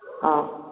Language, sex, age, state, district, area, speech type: Assamese, male, 18-30, Assam, Morigaon, rural, conversation